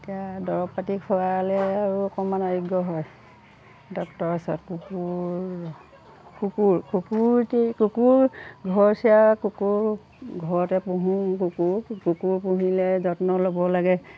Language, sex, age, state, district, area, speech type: Assamese, female, 60+, Assam, Golaghat, rural, spontaneous